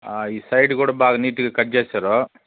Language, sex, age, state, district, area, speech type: Telugu, male, 30-45, Andhra Pradesh, Sri Balaji, rural, conversation